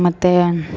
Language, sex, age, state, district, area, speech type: Kannada, female, 18-30, Karnataka, Tumkur, urban, spontaneous